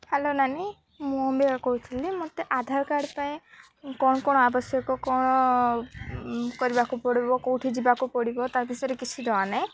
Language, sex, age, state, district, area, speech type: Odia, female, 18-30, Odisha, Nabarangpur, urban, spontaneous